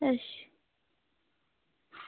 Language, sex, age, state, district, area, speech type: Dogri, female, 18-30, Jammu and Kashmir, Reasi, rural, conversation